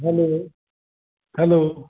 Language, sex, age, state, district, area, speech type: Dogri, male, 18-30, Jammu and Kashmir, Kathua, rural, conversation